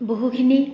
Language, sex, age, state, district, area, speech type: Assamese, female, 30-45, Assam, Kamrup Metropolitan, urban, spontaneous